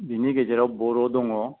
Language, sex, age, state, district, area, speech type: Bodo, male, 45-60, Assam, Kokrajhar, urban, conversation